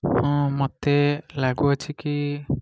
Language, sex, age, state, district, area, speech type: Odia, male, 18-30, Odisha, Nayagarh, rural, spontaneous